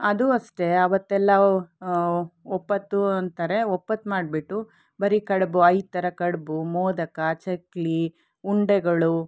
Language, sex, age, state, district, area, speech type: Kannada, female, 45-60, Karnataka, Shimoga, urban, spontaneous